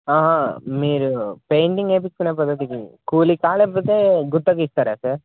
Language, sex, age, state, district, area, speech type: Telugu, male, 18-30, Telangana, Bhadradri Kothagudem, urban, conversation